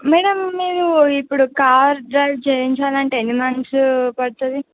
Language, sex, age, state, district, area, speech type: Telugu, female, 45-60, Andhra Pradesh, Visakhapatnam, urban, conversation